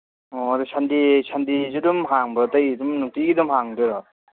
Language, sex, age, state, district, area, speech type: Manipuri, male, 30-45, Manipur, Kangpokpi, urban, conversation